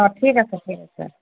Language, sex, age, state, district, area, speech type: Assamese, female, 30-45, Assam, Golaghat, urban, conversation